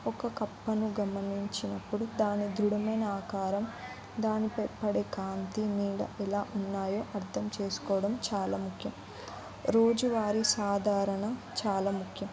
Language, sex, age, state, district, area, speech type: Telugu, female, 18-30, Telangana, Jayashankar, urban, spontaneous